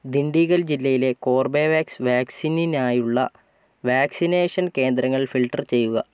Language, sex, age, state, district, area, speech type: Malayalam, male, 45-60, Kerala, Wayanad, rural, read